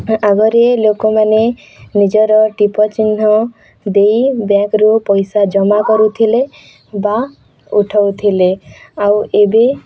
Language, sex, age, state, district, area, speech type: Odia, female, 18-30, Odisha, Nuapada, urban, spontaneous